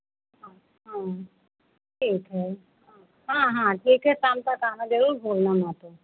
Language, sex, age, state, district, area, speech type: Hindi, female, 60+, Uttar Pradesh, Pratapgarh, rural, conversation